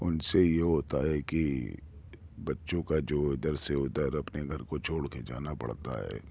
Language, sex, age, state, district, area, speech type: Urdu, male, 30-45, Delhi, Central Delhi, urban, spontaneous